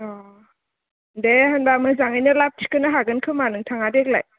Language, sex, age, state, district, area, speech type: Bodo, female, 18-30, Assam, Kokrajhar, rural, conversation